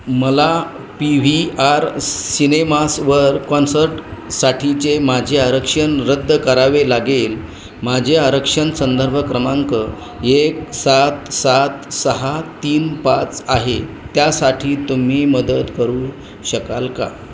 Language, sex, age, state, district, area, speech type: Marathi, male, 30-45, Maharashtra, Ratnagiri, rural, read